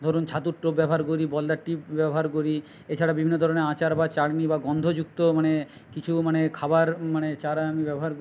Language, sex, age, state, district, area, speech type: Bengali, male, 60+, West Bengal, Jhargram, rural, spontaneous